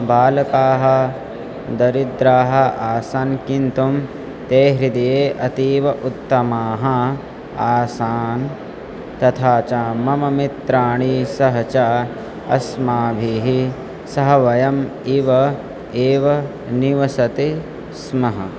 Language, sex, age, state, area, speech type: Sanskrit, male, 18-30, Uttar Pradesh, rural, spontaneous